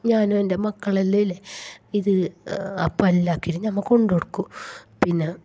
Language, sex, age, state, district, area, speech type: Malayalam, female, 45-60, Kerala, Kasaragod, urban, spontaneous